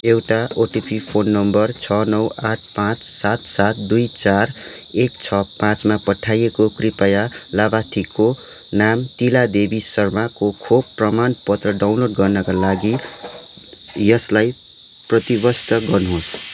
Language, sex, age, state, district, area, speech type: Nepali, male, 30-45, West Bengal, Kalimpong, rural, read